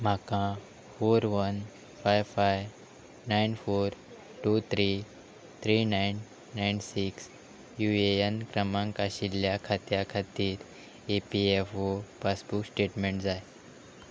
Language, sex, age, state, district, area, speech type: Goan Konkani, male, 30-45, Goa, Quepem, rural, read